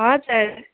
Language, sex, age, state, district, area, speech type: Nepali, female, 18-30, West Bengal, Kalimpong, rural, conversation